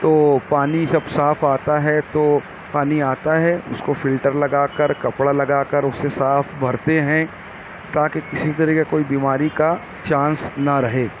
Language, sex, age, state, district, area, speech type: Urdu, male, 30-45, Maharashtra, Nashik, urban, spontaneous